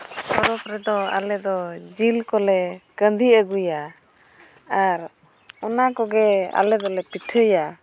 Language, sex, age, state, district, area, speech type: Santali, female, 30-45, Jharkhand, East Singhbhum, rural, spontaneous